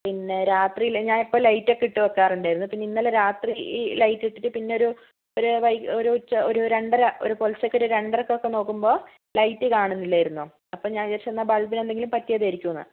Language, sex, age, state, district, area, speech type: Malayalam, female, 60+, Kerala, Wayanad, rural, conversation